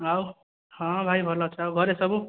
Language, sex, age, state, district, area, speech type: Odia, male, 18-30, Odisha, Kandhamal, rural, conversation